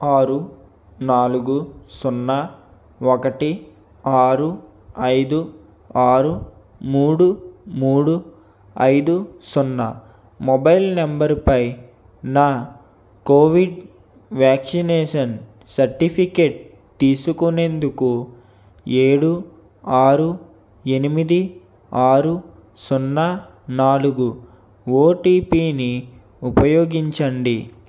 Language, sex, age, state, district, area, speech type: Telugu, male, 18-30, Andhra Pradesh, Konaseema, rural, read